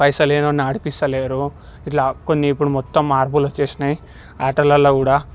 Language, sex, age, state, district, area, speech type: Telugu, male, 18-30, Telangana, Medchal, urban, spontaneous